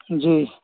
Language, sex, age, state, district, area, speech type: Urdu, male, 18-30, Delhi, Central Delhi, rural, conversation